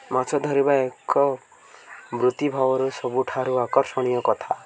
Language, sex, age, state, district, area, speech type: Odia, male, 18-30, Odisha, Koraput, urban, spontaneous